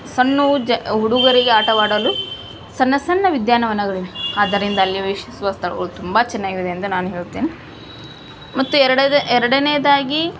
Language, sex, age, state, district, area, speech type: Kannada, female, 18-30, Karnataka, Gadag, rural, spontaneous